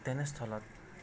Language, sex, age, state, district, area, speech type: Assamese, male, 18-30, Assam, Darrang, rural, spontaneous